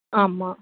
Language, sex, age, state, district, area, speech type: Tamil, female, 18-30, Tamil Nadu, Chennai, urban, conversation